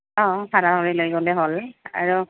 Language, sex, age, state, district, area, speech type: Assamese, female, 18-30, Assam, Goalpara, rural, conversation